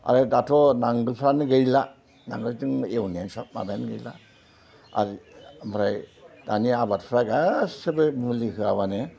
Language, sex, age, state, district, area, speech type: Bodo, male, 60+, Assam, Udalguri, urban, spontaneous